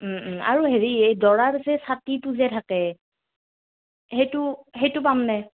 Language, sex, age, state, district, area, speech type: Assamese, female, 30-45, Assam, Morigaon, rural, conversation